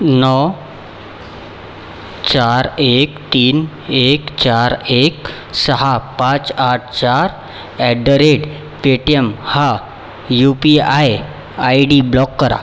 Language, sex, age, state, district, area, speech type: Marathi, male, 18-30, Maharashtra, Nagpur, urban, read